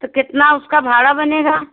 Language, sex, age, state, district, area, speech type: Hindi, female, 60+, Uttar Pradesh, Jaunpur, urban, conversation